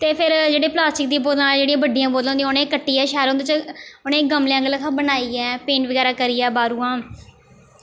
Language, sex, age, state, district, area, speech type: Dogri, female, 18-30, Jammu and Kashmir, Jammu, rural, spontaneous